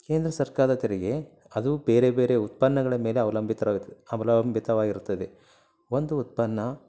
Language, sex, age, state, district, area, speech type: Kannada, male, 30-45, Karnataka, Koppal, rural, spontaneous